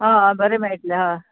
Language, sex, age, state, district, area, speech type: Goan Konkani, female, 45-60, Goa, Murmgao, rural, conversation